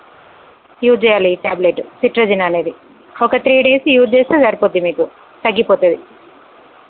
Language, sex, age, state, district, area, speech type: Telugu, female, 30-45, Telangana, Karimnagar, rural, conversation